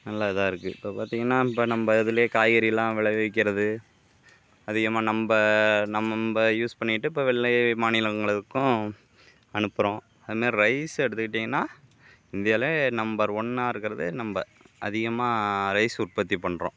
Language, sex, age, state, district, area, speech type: Tamil, male, 45-60, Tamil Nadu, Mayiladuthurai, urban, spontaneous